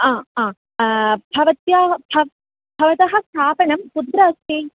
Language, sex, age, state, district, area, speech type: Sanskrit, female, 18-30, Kerala, Ernakulam, urban, conversation